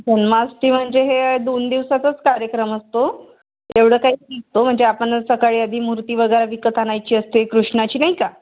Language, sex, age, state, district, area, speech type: Marathi, female, 30-45, Maharashtra, Thane, urban, conversation